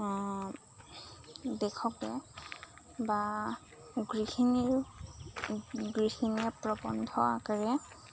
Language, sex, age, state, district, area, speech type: Assamese, female, 30-45, Assam, Nagaon, rural, spontaneous